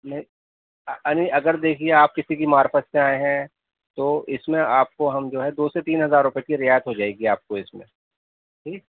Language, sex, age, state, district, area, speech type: Urdu, male, 30-45, Delhi, East Delhi, urban, conversation